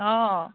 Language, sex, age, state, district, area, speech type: Assamese, female, 18-30, Assam, Sivasagar, rural, conversation